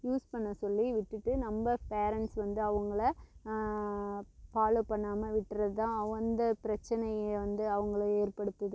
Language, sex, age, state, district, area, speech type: Tamil, female, 30-45, Tamil Nadu, Namakkal, rural, spontaneous